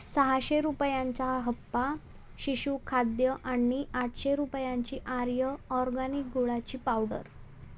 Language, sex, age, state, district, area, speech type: Marathi, female, 30-45, Maharashtra, Solapur, urban, read